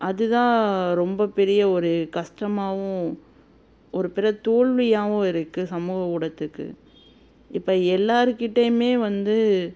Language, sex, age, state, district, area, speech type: Tamil, female, 30-45, Tamil Nadu, Madurai, urban, spontaneous